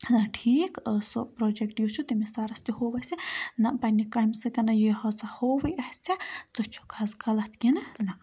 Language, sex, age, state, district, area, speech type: Kashmiri, female, 18-30, Jammu and Kashmir, Budgam, rural, spontaneous